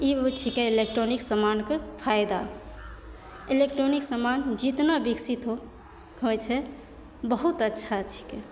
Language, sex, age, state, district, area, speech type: Maithili, female, 18-30, Bihar, Begusarai, rural, spontaneous